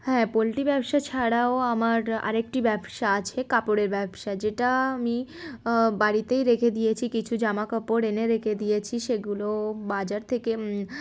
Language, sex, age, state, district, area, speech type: Bengali, female, 18-30, West Bengal, Darjeeling, urban, spontaneous